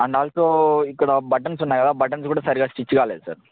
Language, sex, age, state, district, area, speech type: Telugu, male, 18-30, Andhra Pradesh, Chittoor, urban, conversation